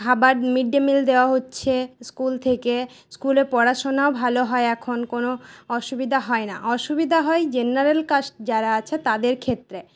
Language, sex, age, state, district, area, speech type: Bengali, female, 18-30, West Bengal, Paschim Bardhaman, urban, spontaneous